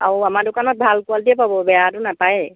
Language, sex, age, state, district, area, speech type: Assamese, female, 30-45, Assam, Lakhimpur, rural, conversation